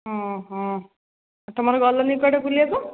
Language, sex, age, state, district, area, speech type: Odia, female, 18-30, Odisha, Jajpur, rural, conversation